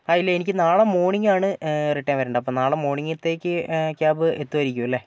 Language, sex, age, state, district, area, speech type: Malayalam, male, 45-60, Kerala, Wayanad, rural, spontaneous